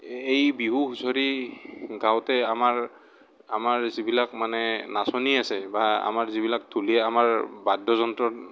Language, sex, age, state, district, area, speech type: Assamese, male, 30-45, Assam, Morigaon, rural, spontaneous